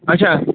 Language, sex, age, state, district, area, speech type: Kashmiri, male, 30-45, Jammu and Kashmir, Bandipora, rural, conversation